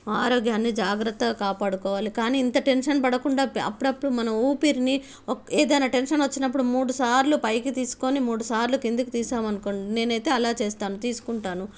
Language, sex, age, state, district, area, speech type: Telugu, female, 45-60, Telangana, Nizamabad, rural, spontaneous